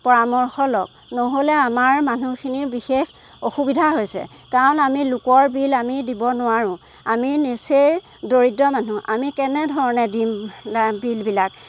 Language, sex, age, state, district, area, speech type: Assamese, female, 30-45, Assam, Golaghat, rural, spontaneous